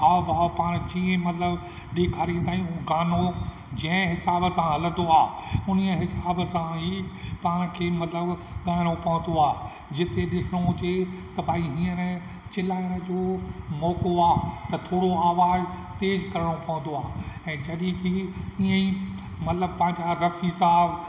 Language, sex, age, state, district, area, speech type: Sindhi, male, 60+, Rajasthan, Ajmer, urban, spontaneous